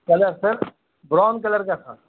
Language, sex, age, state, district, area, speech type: Urdu, male, 30-45, Telangana, Hyderabad, urban, conversation